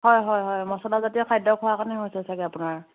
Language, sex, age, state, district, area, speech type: Assamese, female, 30-45, Assam, Lakhimpur, rural, conversation